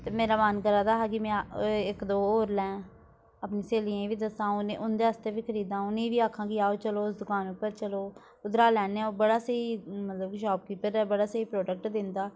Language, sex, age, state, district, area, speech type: Dogri, female, 18-30, Jammu and Kashmir, Udhampur, rural, spontaneous